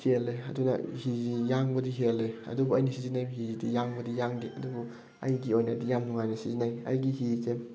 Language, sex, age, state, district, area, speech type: Manipuri, male, 18-30, Manipur, Thoubal, rural, spontaneous